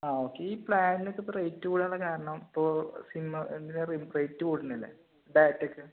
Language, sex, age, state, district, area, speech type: Malayalam, male, 18-30, Kerala, Malappuram, rural, conversation